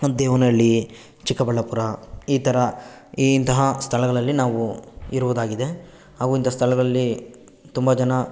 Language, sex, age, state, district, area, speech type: Kannada, male, 18-30, Karnataka, Bangalore Rural, rural, spontaneous